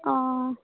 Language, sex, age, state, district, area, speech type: Assamese, female, 18-30, Assam, Sivasagar, rural, conversation